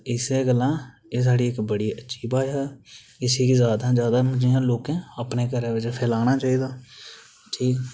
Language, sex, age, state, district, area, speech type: Dogri, male, 18-30, Jammu and Kashmir, Reasi, rural, spontaneous